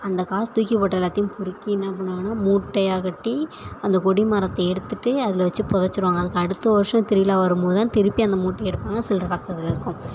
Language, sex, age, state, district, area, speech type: Tamil, female, 18-30, Tamil Nadu, Thanjavur, rural, spontaneous